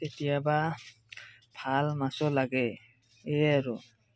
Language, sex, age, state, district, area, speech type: Assamese, male, 30-45, Assam, Darrang, rural, spontaneous